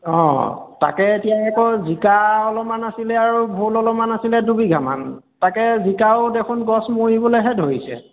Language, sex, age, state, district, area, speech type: Assamese, male, 45-60, Assam, Golaghat, urban, conversation